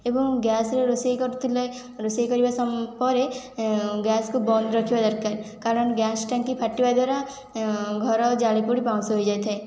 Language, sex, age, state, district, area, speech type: Odia, female, 18-30, Odisha, Khordha, rural, spontaneous